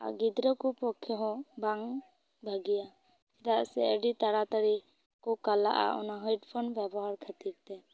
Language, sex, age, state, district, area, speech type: Santali, female, 18-30, West Bengal, Purba Bardhaman, rural, spontaneous